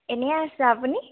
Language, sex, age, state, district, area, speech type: Assamese, female, 18-30, Assam, Dhemaji, urban, conversation